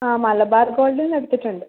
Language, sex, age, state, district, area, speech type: Malayalam, female, 18-30, Kerala, Kasaragod, rural, conversation